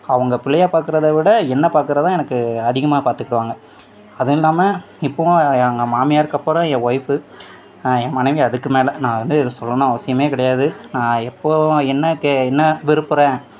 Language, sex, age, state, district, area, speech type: Tamil, male, 30-45, Tamil Nadu, Thoothukudi, urban, spontaneous